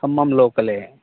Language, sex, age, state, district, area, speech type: Telugu, male, 30-45, Telangana, Khammam, urban, conversation